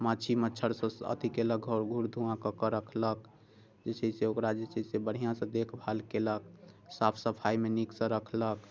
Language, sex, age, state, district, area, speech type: Maithili, male, 30-45, Bihar, Muzaffarpur, urban, spontaneous